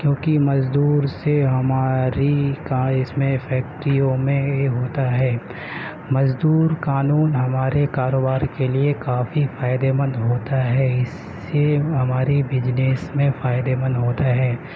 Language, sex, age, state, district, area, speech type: Urdu, male, 30-45, Uttar Pradesh, Gautam Buddha Nagar, urban, spontaneous